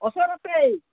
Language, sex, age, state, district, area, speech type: Assamese, female, 60+, Assam, Udalguri, rural, conversation